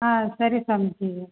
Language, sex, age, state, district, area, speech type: Kannada, female, 30-45, Karnataka, Chitradurga, urban, conversation